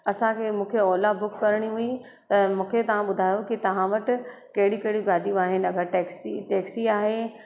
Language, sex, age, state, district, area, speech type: Sindhi, female, 30-45, Madhya Pradesh, Katni, urban, spontaneous